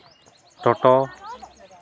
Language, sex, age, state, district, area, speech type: Santali, male, 18-30, West Bengal, Malda, rural, spontaneous